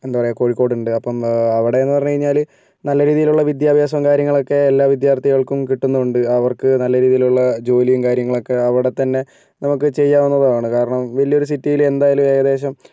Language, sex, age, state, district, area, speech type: Malayalam, female, 30-45, Kerala, Kozhikode, urban, spontaneous